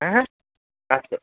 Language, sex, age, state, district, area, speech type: Sanskrit, male, 30-45, Karnataka, Uttara Kannada, rural, conversation